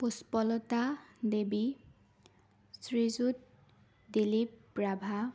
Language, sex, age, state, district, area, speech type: Assamese, female, 18-30, Assam, Sonitpur, rural, spontaneous